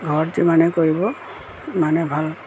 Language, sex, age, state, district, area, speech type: Assamese, female, 45-60, Assam, Tinsukia, rural, spontaneous